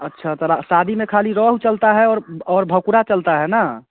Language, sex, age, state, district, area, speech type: Hindi, male, 30-45, Bihar, Muzaffarpur, rural, conversation